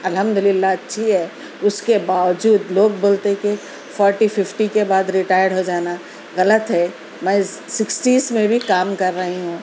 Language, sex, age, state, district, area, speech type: Urdu, female, 30-45, Telangana, Hyderabad, urban, spontaneous